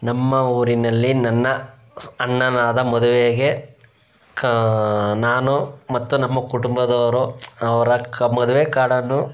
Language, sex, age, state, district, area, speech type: Kannada, male, 18-30, Karnataka, Chamarajanagar, rural, spontaneous